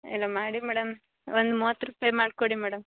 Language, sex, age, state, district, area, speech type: Kannada, female, 30-45, Karnataka, Uttara Kannada, rural, conversation